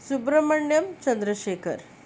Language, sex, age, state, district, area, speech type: Goan Konkani, female, 30-45, Goa, Canacona, urban, spontaneous